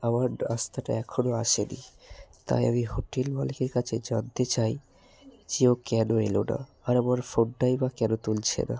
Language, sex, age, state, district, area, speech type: Bengali, male, 18-30, West Bengal, Hooghly, urban, spontaneous